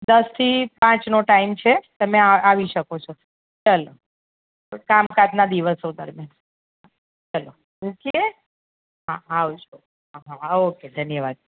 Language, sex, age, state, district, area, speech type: Gujarati, female, 45-60, Gujarat, Ahmedabad, urban, conversation